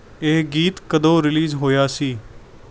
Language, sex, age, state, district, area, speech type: Punjabi, male, 18-30, Punjab, Mansa, urban, read